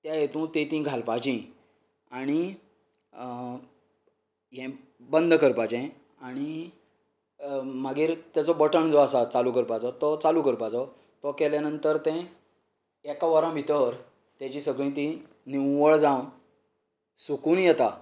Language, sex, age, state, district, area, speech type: Goan Konkani, male, 45-60, Goa, Canacona, rural, spontaneous